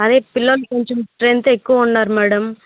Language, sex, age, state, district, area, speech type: Telugu, female, 30-45, Andhra Pradesh, Chittoor, rural, conversation